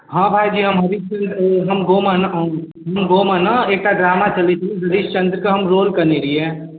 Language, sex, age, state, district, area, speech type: Maithili, male, 18-30, Bihar, Darbhanga, rural, conversation